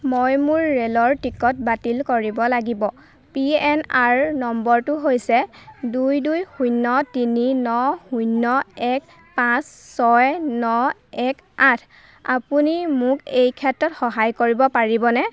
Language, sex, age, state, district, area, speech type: Assamese, female, 18-30, Assam, Golaghat, urban, read